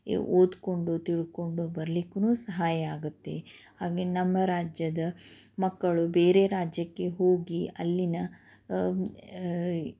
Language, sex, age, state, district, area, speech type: Kannada, female, 30-45, Karnataka, Chikkaballapur, rural, spontaneous